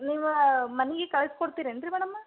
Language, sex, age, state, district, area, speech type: Kannada, female, 30-45, Karnataka, Gadag, rural, conversation